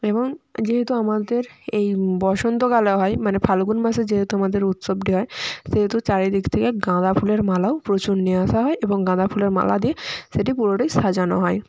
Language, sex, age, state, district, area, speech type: Bengali, female, 18-30, West Bengal, Jalpaiguri, rural, spontaneous